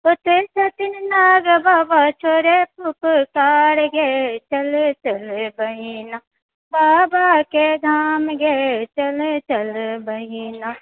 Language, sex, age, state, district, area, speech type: Maithili, female, 60+, Bihar, Purnia, rural, conversation